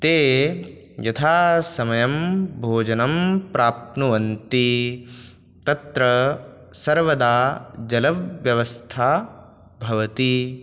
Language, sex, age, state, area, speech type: Sanskrit, male, 18-30, Rajasthan, urban, spontaneous